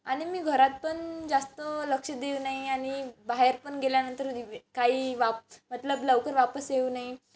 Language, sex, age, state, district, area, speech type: Marathi, female, 18-30, Maharashtra, Wardha, rural, spontaneous